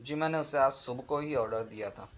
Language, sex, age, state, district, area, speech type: Urdu, male, 45-60, Maharashtra, Nashik, urban, spontaneous